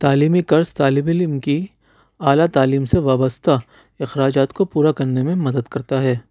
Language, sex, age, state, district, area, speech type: Urdu, male, 18-30, Delhi, Central Delhi, urban, spontaneous